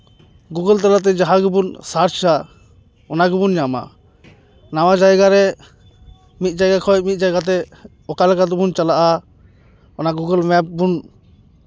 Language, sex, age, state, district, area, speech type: Santali, male, 30-45, West Bengal, Paschim Bardhaman, rural, spontaneous